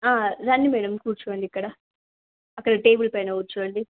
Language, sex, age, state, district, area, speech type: Telugu, female, 18-30, Telangana, Siddipet, urban, conversation